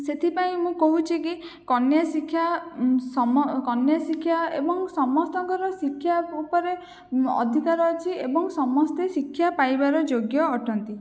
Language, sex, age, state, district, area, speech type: Odia, female, 18-30, Odisha, Jajpur, rural, spontaneous